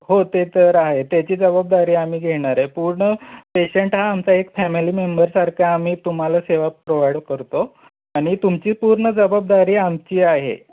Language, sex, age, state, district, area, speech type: Marathi, male, 30-45, Maharashtra, Sangli, urban, conversation